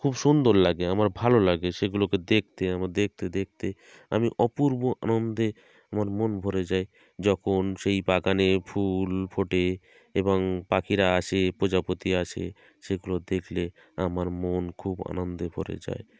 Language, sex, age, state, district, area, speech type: Bengali, male, 30-45, West Bengal, North 24 Parganas, rural, spontaneous